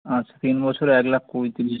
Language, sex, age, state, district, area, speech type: Bengali, male, 18-30, West Bengal, North 24 Parganas, urban, conversation